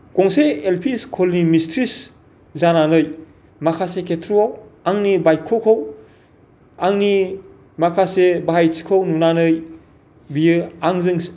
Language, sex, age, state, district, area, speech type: Bodo, male, 45-60, Assam, Kokrajhar, rural, spontaneous